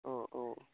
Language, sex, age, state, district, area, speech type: Assamese, male, 18-30, Assam, Charaideo, rural, conversation